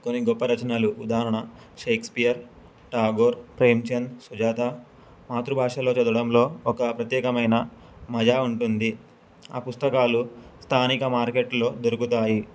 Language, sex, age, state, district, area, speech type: Telugu, male, 18-30, Telangana, Suryapet, urban, spontaneous